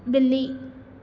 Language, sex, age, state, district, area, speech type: Sindhi, female, 18-30, Maharashtra, Thane, urban, read